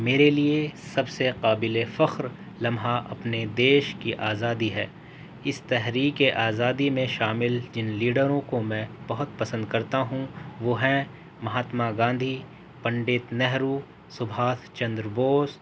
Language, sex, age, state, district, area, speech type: Urdu, male, 18-30, Delhi, North East Delhi, urban, spontaneous